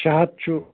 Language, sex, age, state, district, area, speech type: Kashmiri, male, 30-45, Jammu and Kashmir, Bandipora, rural, conversation